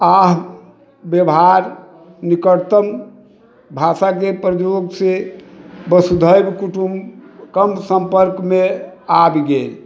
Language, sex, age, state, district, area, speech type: Maithili, male, 60+, Bihar, Sitamarhi, rural, spontaneous